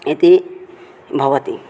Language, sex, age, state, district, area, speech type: Sanskrit, male, 18-30, Odisha, Bargarh, rural, spontaneous